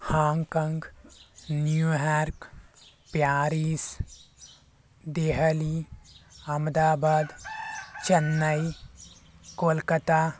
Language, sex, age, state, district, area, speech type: Kannada, male, 18-30, Karnataka, Chikkaballapur, rural, spontaneous